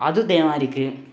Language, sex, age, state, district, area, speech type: Malayalam, male, 18-30, Kerala, Malappuram, rural, spontaneous